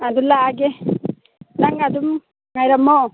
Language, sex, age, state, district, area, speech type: Manipuri, female, 60+, Manipur, Churachandpur, urban, conversation